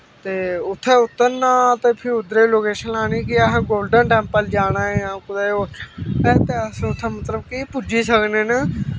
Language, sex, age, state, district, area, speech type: Dogri, male, 18-30, Jammu and Kashmir, Samba, rural, spontaneous